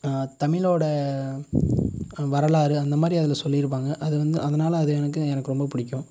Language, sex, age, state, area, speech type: Tamil, male, 18-30, Tamil Nadu, rural, spontaneous